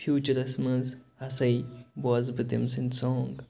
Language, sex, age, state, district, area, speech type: Kashmiri, male, 30-45, Jammu and Kashmir, Kupwara, rural, spontaneous